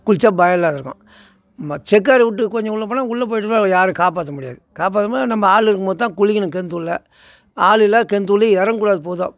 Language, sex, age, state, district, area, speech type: Tamil, male, 60+, Tamil Nadu, Tiruvannamalai, rural, spontaneous